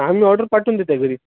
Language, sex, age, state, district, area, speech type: Marathi, male, 30-45, Maharashtra, Nanded, rural, conversation